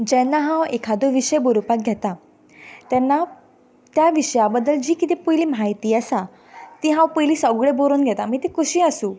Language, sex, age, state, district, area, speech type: Goan Konkani, female, 18-30, Goa, Quepem, rural, spontaneous